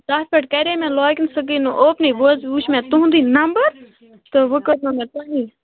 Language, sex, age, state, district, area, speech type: Kashmiri, female, 45-60, Jammu and Kashmir, Kupwara, urban, conversation